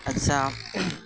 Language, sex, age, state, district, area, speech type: Santali, male, 30-45, West Bengal, Purulia, rural, spontaneous